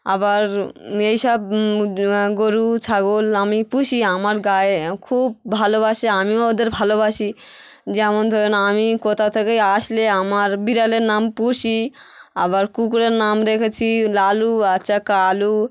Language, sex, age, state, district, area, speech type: Bengali, female, 30-45, West Bengal, Hooghly, urban, spontaneous